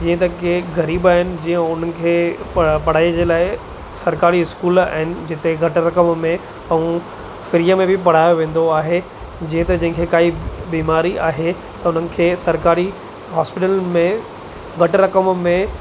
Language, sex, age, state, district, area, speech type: Sindhi, male, 30-45, Maharashtra, Thane, urban, spontaneous